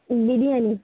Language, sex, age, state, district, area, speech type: Bengali, female, 18-30, West Bengal, South 24 Parganas, rural, conversation